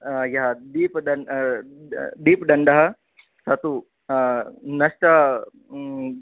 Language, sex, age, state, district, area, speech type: Sanskrit, male, 18-30, Rajasthan, Jodhpur, urban, conversation